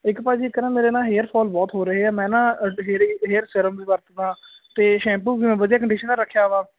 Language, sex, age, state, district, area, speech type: Punjabi, male, 18-30, Punjab, Hoshiarpur, rural, conversation